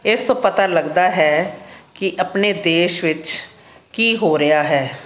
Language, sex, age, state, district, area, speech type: Punjabi, female, 60+, Punjab, Fazilka, rural, spontaneous